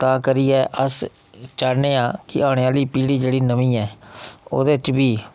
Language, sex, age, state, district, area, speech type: Dogri, male, 30-45, Jammu and Kashmir, Udhampur, rural, spontaneous